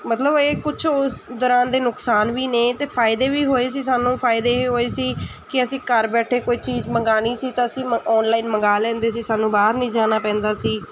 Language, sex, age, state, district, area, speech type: Punjabi, female, 30-45, Punjab, Mansa, urban, spontaneous